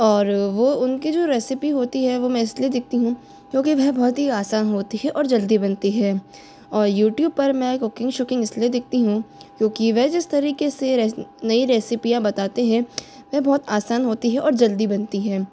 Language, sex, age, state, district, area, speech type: Hindi, female, 30-45, Rajasthan, Jaipur, urban, spontaneous